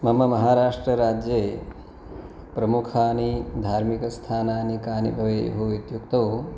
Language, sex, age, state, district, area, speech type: Sanskrit, male, 30-45, Maharashtra, Pune, urban, spontaneous